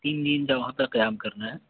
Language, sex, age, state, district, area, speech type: Urdu, male, 18-30, Bihar, Purnia, rural, conversation